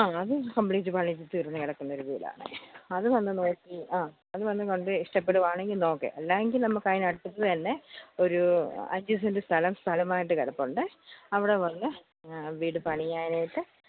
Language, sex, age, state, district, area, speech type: Malayalam, female, 45-60, Kerala, Pathanamthitta, rural, conversation